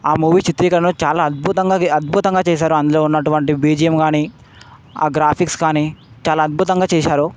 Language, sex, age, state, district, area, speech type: Telugu, male, 18-30, Telangana, Hyderabad, urban, spontaneous